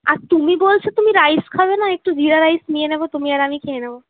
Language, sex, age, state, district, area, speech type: Bengali, female, 60+, West Bengal, Purulia, urban, conversation